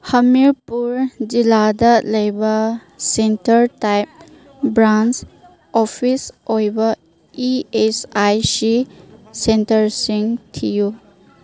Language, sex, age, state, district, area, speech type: Manipuri, female, 30-45, Manipur, Chandel, rural, read